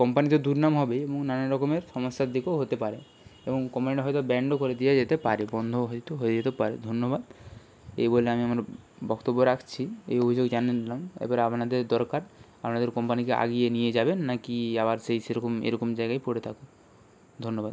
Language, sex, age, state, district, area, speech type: Bengali, male, 30-45, West Bengal, Purba Medinipur, rural, spontaneous